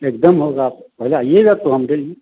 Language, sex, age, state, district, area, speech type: Hindi, male, 45-60, Bihar, Begusarai, rural, conversation